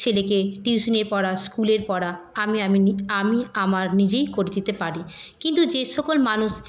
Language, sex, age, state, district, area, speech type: Bengali, female, 30-45, West Bengal, Paschim Medinipur, rural, spontaneous